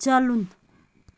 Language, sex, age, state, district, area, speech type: Kashmiri, female, 18-30, Jammu and Kashmir, Srinagar, rural, read